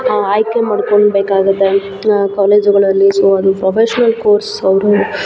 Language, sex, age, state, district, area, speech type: Kannada, female, 18-30, Karnataka, Kolar, rural, spontaneous